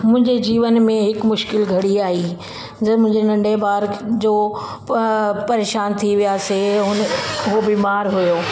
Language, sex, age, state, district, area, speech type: Sindhi, female, 45-60, Delhi, South Delhi, urban, spontaneous